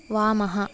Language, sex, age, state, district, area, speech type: Sanskrit, female, 18-30, Karnataka, Davanagere, urban, read